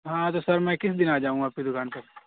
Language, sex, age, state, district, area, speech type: Urdu, male, 18-30, Uttar Pradesh, Siddharthnagar, rural, conversation